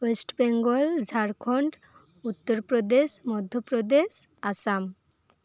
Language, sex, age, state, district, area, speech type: Santali, female, 18-30, West Bengal, Birbhum, rural, spontaneous